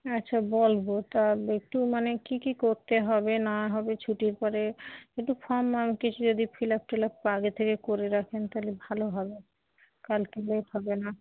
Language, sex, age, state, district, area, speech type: Bengali, female, 45-60, West Bengal, Darjeeling, urban, conversation